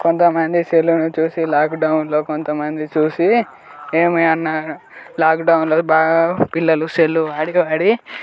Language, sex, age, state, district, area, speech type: Telugu, male, 18-30, Telangana, Peddapalli, rural, spontaneous